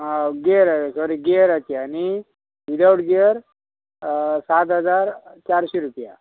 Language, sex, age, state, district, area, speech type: Goan Konkani, male, 45-60, Goa, Murmgao, rural, conversation